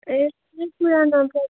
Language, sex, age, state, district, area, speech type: Nepali, female, 30-45, West Bengal, Darjeeling, rural, conversation